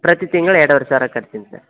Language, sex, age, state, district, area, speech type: Kannada, male, 18-30, Karnataka, Koppal, rural, conversation